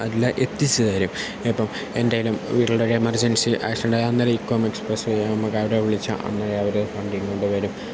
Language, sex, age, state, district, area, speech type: Malayalam, male, 18-30, Kerala, Kollam, rural, spontaneous